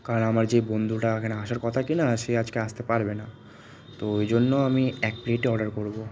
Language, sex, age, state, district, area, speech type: Bengali, male, 18-30, West Bengal, Malda, rural, spontaneous